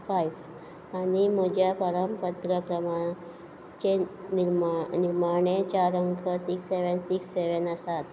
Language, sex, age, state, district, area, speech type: Goan Konkani, female, 45-60, Goa, Quepem, rural, read